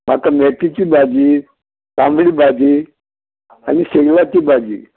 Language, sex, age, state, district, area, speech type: Goan Konkani, male, 60+, Goa, Murmgao, rural, conversation